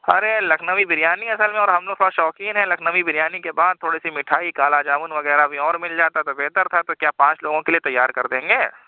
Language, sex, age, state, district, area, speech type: Urdu, male, 60+, Uttar Pradesh, Lucknow, urban, conversation